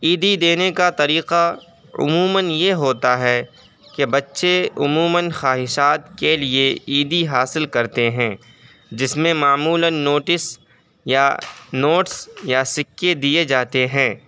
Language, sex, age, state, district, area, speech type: Urdu, male, 18-30, Uttar Pradesh, Saharanpur, urban, spontaneous